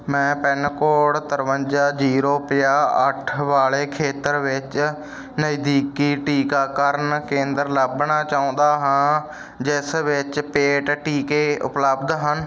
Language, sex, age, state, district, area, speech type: Punjabi, male, 18-30, Punjab, Bathinda, rural, read